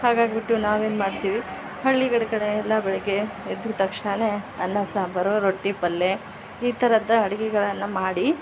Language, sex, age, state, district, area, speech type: Kannada, female, 30-45, Karnataka, Vijayanagara, rural, spontaneous